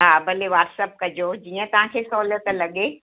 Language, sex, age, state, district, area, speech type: Sindhi, female, 60+, Gujarat, Kutch, rural, conversation